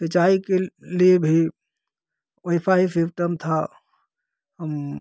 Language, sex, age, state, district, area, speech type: Hindi, male, 45-60, Uttar Pradesh, Ghazipur, rural, spontaneous